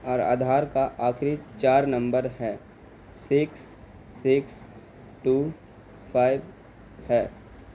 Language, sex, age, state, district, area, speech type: Urdu, male, 18-30, Bihar, Gaya, urban, spontaneous